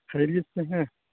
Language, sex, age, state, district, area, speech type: Urdu, male, 18-30, Bihar, Purnia, rural, conversation